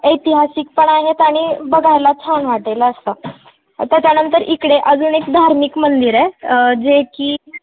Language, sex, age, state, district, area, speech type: Marathi, female, 18-30, Maharashtra, Osmanabad, rural, conversation